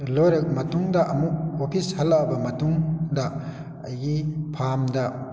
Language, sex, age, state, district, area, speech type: Manipuri, male, 60+, Manipur, Kakching, rural, spontaneous